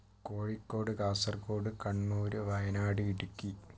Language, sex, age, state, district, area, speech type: Malayalam, male, 30-45, Kerala, Kozhikode, urban, spontaneous